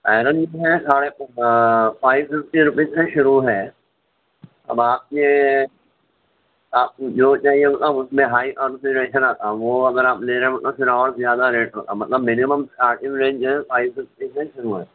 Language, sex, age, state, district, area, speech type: Urdu, male, 45-60, Telangana, Hyderabad, urban, conversation